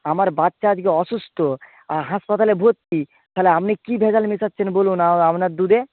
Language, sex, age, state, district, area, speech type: Bengali, male, 30-45, West Bengal, Nadia, rural, conversation